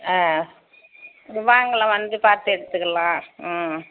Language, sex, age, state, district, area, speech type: Tamil, female, 45-60, Tamil Nadu, Virudhunagar, rural, conversation